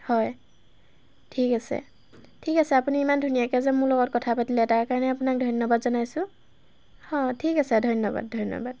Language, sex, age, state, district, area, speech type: Assamese, female, 18-30, Assam, Golaghat, urban, spontaneous